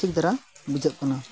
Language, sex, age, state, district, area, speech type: Santali, male, 45-60, Odisha, Mayurbhanj, rural, spontaneous